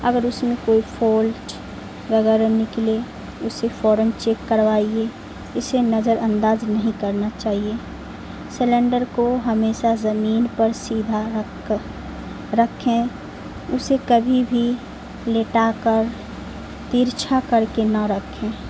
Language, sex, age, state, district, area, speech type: Urdu, female, 18-30, Bihar, Madhubani, rural, spontaneous